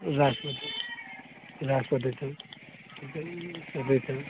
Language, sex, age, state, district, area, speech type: Maithili, male, 30-45, Bihar, Sitamarhi, rural, conversation